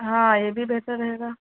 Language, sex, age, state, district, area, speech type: Urdu, female, 30-45, Delhi, New Delhi, urban, conversation